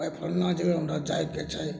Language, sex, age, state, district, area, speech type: Maithili, male, 30-45, Bihar, Samastipur, rural, spontaneous